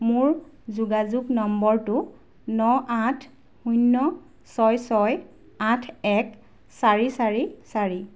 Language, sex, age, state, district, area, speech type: Assamese, female, 30-45, Assam, Golaghat, urban, read